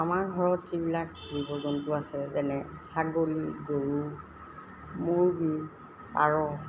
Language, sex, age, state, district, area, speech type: Assamese, female, 60+, Assam, Golaghat, urban, spontaneous